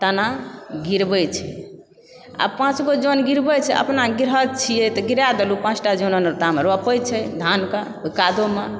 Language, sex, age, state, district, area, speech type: Maithili, female, 30-45, Bihar, Supaul, rural, spontaneous